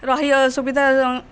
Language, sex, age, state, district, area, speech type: Odia, female, 18-30, Odisha, Khordha, rural, spontaneous